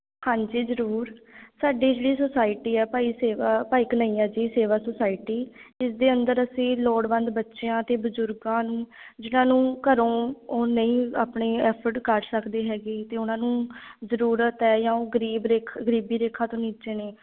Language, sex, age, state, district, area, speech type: Punjabi, female, 18-30, Punjab, Patiala, urban, conversation